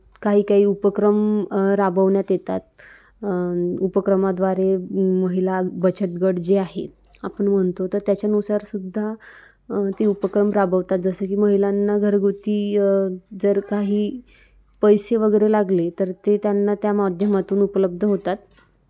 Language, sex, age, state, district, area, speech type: Marathi, female, 18-30, Maharashtra, Wardha, urban, spontaneous